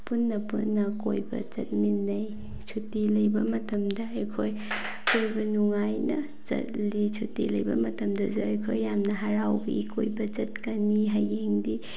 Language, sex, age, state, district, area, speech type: Manipuri, female, 18-30, Manipur, Bishnupur, rural, spontaneous